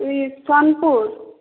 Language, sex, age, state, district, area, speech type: Odia, female, 18-30, Odisha, Boudh, rural, conversation